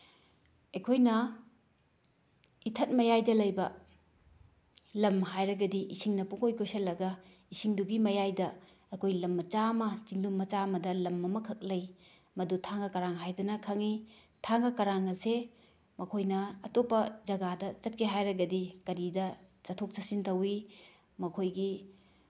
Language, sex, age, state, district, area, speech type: Manipuri, female, 30-45, Manipur, Bishnupur, rural, spontaneous